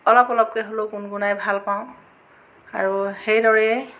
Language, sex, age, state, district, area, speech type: Assamese, female, 45-60, Assam, Jorhat, urban, spontaneous